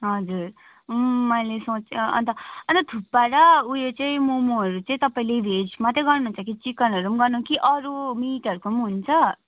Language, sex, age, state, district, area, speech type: Nepali, female, 18-30, West Bengal, Darjeeling, rural, conversation